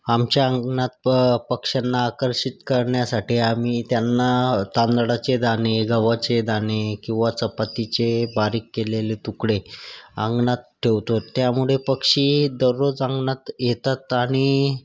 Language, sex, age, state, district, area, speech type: Marathi, male, 30-45, Maharashtra, Thane, urban, spontaneous